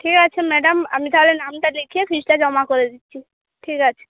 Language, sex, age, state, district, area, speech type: Bengali, female, 30-45, West Bengal, Purba Medinipur, rural, conversation